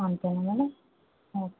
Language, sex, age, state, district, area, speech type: Telugu, female, 30-45, Telangana, Medchal, urban, conversation